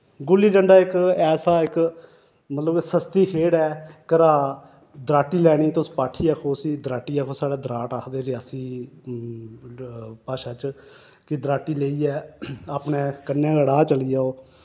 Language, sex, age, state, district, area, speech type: Dogri, male, 30-45, Jammu and Kashmir, Reasi, urban, spontaneous